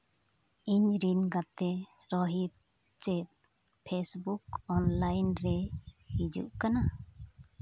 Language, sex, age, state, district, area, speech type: Santali, female, 30-45, Jharkhand, Seraikela Kharsawan, rural, read